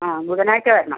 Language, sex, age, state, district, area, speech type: Malayalam, female, 45-60, Kerala, Wayanad, rural, conversation